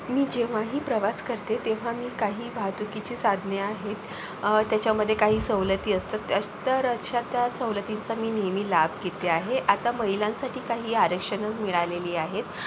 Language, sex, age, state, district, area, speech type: Marathi, female, 18-30, Maharashtra, Akola, urban, spontaneous